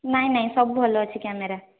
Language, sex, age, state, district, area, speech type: Odia, female, 18-30, Odisha, Puri, urban, conversation